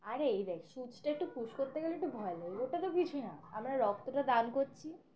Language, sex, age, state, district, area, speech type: Bengali, female, 18-30, West Bengal, Uttar Dinajpur, urban, spontaneous